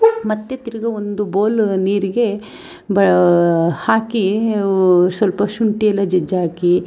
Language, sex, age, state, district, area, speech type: Kannada, female, 30-45, Karnataka, Mandya, rural, spontaneous